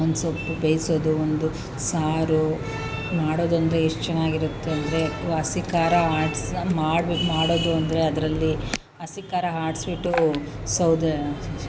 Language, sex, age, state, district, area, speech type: Kannada, female, 30-45, Karnataka, Chamarajanagar, rural, spontaneous